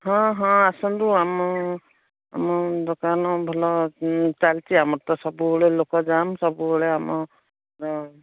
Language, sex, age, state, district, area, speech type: Odia, female, 60+, Odisha, Jharsuguda, rural, conversation